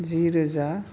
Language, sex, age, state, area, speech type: Bodo, male, 18-30, Assam, urban, spontaneous